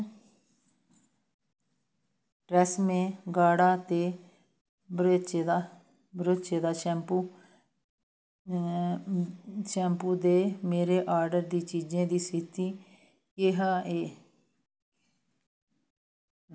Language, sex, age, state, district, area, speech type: Dogri, female, 60+, Jammu and Kashmir, Reasi, rural, read